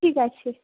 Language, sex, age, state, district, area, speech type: Bengali, female, 18-30, West Bengal, Murshidabad, rural, conversation